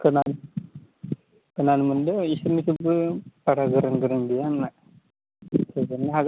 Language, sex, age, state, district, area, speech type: Bodo, male, 18-30, Assam, Baksa, rural, conversation